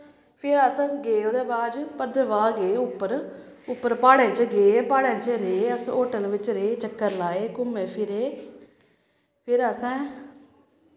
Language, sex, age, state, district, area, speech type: Dogri, female, 30-45, Jammu and Kashmir, Samba, rural, spontaneous